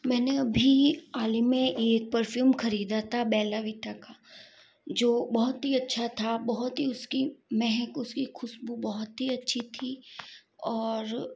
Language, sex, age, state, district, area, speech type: Hindi, female, 45-60, Rajasthan, Jodhpur, urban, spontaneous